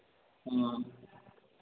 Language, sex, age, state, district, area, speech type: Maithili, male, 18-30, Bihar, Araria, rural, conversation